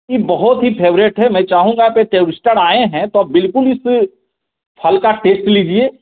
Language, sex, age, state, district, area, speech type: Hindi, male, 18-30, Bihar, Begusarai, rural, conversation